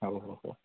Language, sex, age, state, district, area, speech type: Odia, male, 18-30, Odisha, Koraput, urban, conversation